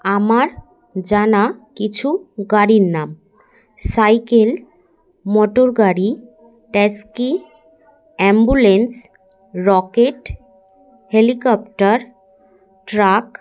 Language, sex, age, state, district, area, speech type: Bengali, female, 18-30, West Bengal, Hooghly, urban, spontaneous